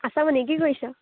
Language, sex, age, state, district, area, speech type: Assamese, female, 18-30, Assam, Lakhimpur, rural, conversation